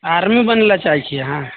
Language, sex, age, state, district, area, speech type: Maithili, male, 30-45, Bihar, Sitamarhi, rural, conversation